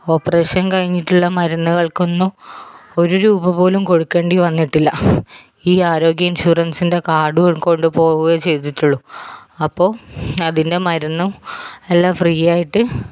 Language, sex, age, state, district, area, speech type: Malayalam, female, 30-45, Kerala, Kannur, rural, spontaneous